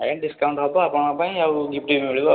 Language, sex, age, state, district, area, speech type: Odia, male, 18-30, Odisha, Puri, urban, conversation